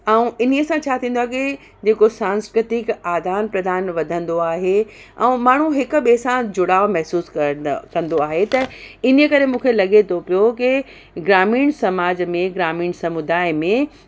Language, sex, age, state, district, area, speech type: Sindhi, female, 60+, Uttar Pradesh, Lucknow, rural, spontaneous